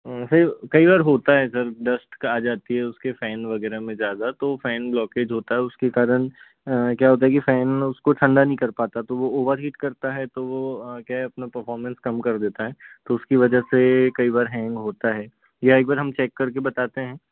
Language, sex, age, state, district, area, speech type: Hindi, male, 30-45, Madhya Pradesh, Balaghat, rural, conversation